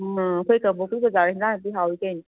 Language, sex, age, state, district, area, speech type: Manipuri, female, 30-45, Manipur, Kangpokpi, urban, conversation